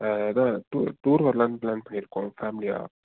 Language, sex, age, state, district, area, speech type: Tamil, male, 18-30, Tamil Nadu, Nilgiris, urban, conversation